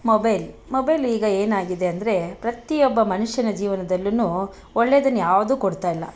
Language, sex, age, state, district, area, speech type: Kannada, female, 45-60, Karnataka, Bangalore Rural, rural, spontaneous